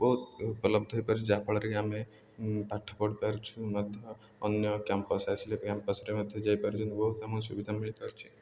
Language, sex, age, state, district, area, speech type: Odia, male, 18-30, Odisha, Ganjam, urban, spontaneous